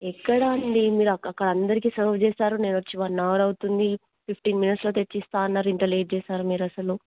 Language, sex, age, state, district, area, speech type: Telugu, female, 18-30, Telangana, Ranga Reddy, urban, conversation